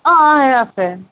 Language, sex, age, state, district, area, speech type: Assamese, female, 30-45, Assam, Sonitpur, rural, conversation